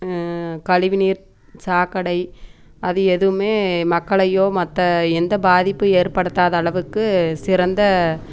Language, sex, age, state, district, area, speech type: Tamil, female, 30-45, Tamil Nadu, Coimbatore, rural, spontaneous